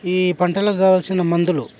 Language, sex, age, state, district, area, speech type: Telugu, male, 30-45, Telangana, Hyderabad, rural, spontaneous